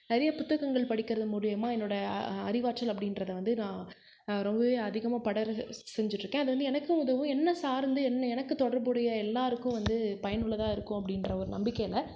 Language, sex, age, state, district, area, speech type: Tamil, female, 18-30, Tamil Nadu, Krishnagiri, rural, spontaneous